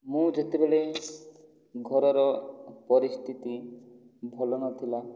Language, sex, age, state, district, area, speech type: Odia, male, 18-30, Odisha, Kandhamal, rural, spontaneous